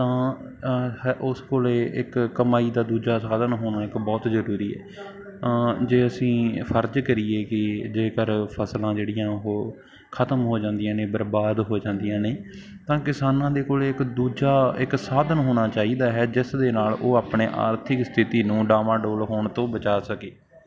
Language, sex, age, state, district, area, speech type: Punjabi, male, 18-30, Punjab, Bathinda, rural, spontaneous